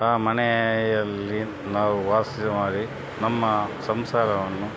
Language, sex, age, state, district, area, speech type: Kannada, male, 60+, Karnataka, Dakshina Kannada, rural, spontaneous